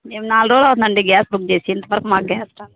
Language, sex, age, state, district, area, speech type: Telugu, female, 60+, Andhra Pradesh, Kadapa, rural, conversation